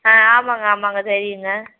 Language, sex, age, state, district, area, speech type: Tamil, female, 45-60, Tamil Nadu, Pudukkottai, rural, conversation